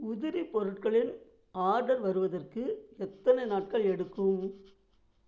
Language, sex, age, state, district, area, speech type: Tamil, female, 60+, Tamil Nadu, Namakkal, rural, read